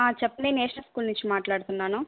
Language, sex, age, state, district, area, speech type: Telugu, female, 18-30, Andhra Pradesh, Kadapa, rural, conversation